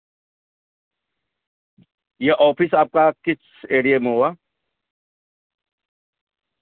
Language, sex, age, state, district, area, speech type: Urdu, male, 30-45, Bihar, Araria, rural, conversation